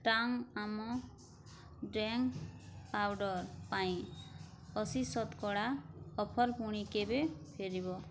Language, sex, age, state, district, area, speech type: Odia, female, 30-45, Odisha, Bargarh, rural, read